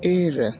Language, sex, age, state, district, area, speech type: Malayalam, male, 18-30, Kerala, Palakkad, urban, read